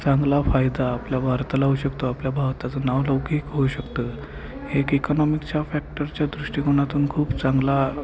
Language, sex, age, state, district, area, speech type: Marathi, male, 18-30, Maharashtra, Kolhapur, urban, spontaneous